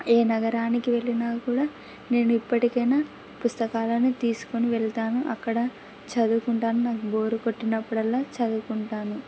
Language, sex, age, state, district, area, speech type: Telugu, female, 18-30, Andhra Pradesh, Kurnool, rural, spontaneous